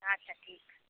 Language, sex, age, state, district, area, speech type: Maithili, female, 18-30, Bihar, Purnia, rural, conversation